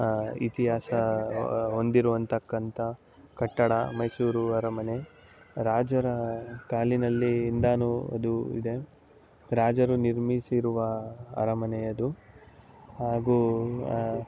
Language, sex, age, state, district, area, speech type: Kannada, male, 18-30, Karnataka, Mysore, urban, spontaneous